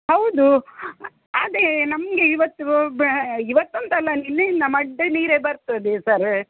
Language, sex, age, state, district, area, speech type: Kannada, female, 60+, Karnataka, Udupi, rural, conversation